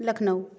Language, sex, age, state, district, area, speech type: Hindi, female, 30-45, Uttar Pradesh, Prayagraj, rural, spontaneous